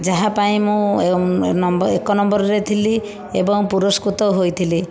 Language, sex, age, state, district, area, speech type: Odia, female, 45-60, Odisha, Jajpur, rural, spontaneous